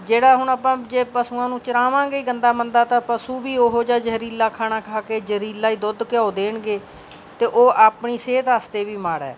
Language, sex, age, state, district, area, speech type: Punjabi, female, 45-60, Punjab, Bathinda, urban, spontaneous